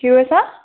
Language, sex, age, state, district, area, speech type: Assamese, female, 18-30, Assam, Charaideo, rural, conversation